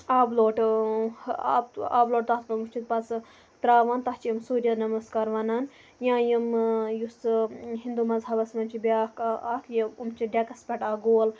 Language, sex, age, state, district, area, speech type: Kashmiri, female, 18-30, Jammu and Kashmir, Bandipora, rural, spontaneous